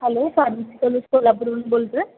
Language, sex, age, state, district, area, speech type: Marathi, female, 18-30, Maharashtra, Kolhapur, urban, conversation